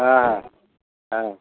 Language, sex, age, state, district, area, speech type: Bengali, male, 45-60, West Bengal, Dakshin Dinajpur, rural, conversation